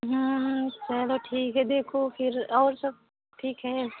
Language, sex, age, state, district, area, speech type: Hindi, female, 18-30, Uttar Pradesh, Prayagraj, rural, conversation